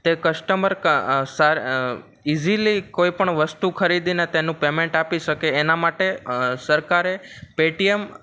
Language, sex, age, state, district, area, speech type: Gujarati, male, 18-30, Gujarat, Ahmedabad, urban, spontaneous